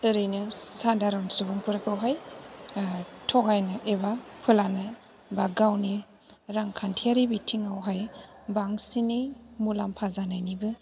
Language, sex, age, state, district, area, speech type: Bodo, female, 18-30, Assam, Chirang, rural, spontaneous